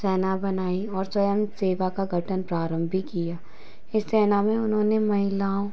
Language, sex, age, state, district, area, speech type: Hindi, female, 18-30, Madhya Pradesh, Hoshangabad, urban, spontaneous